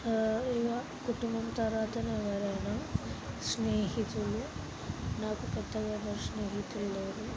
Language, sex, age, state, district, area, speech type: Telugu, female, 18-30, Telangana, Sangareddy, urban, spontaneous